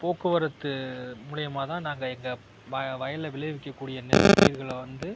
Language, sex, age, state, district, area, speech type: Tamil, male, 45-60, Tamil Nadu, Mayiladuthurai, rural, spontaneous